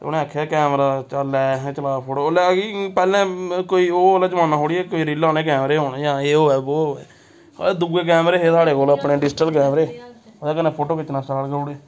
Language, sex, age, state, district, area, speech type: Dogri, male, 18-30, Jammu and Kashmir, Samba, rural, spontaneous